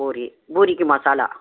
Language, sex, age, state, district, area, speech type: Tamil, female, 60+, Tamil Nadu, Tiruchirappalli, rural, conversation